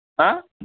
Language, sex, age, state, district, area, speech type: Telugu, male, 18-30, Telangana, Medak, rural, conversation